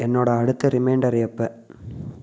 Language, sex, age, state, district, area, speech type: Tamil, male, 18-30, Tamil Nadu, Namakkal, urban, read